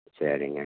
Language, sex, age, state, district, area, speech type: Tamil, male, 60+, Tamil Nadu, Tiruppur, rural, conversation